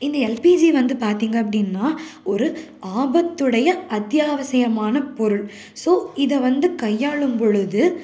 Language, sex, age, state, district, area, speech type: Tamil, female, 18-30, Tamil Nadu, Salem, urban, spontaneous